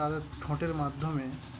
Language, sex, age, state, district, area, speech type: Bengali, male, 18-30, West Bengal, Uttar Dinajpur, urban, spontaneous